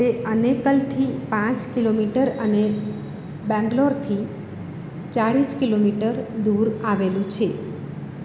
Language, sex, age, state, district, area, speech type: Gujarati, female, 45-60, Gujarat, Surat, urban, read